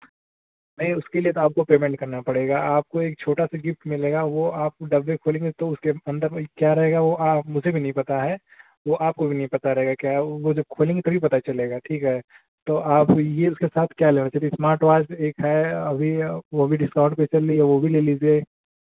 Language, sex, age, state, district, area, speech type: Hindi, male, 18-30, Uttar Pradesh, Ghazipur, rural, conversation